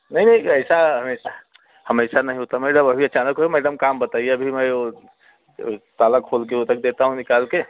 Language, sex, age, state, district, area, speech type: Hindi, male, 45-60, Uttar Pradesh, Prayagraj, rural, conversation